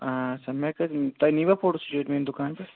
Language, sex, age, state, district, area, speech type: Kashmiri, male, 45-60, Jammu and Kashmir, Shopian, urban, conversation